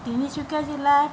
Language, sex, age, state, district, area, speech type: Assamese, female, 60+, Assam, Tinsukia, rural, spontaneous